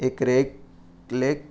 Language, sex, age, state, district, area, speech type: Urdu, male, 18-30, Bihar, Gaya, rural, spontaneous